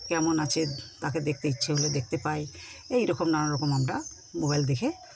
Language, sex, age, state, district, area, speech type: Bengali, female, 60+, West Bengal, Paschim Medinipur, rural, spontaneous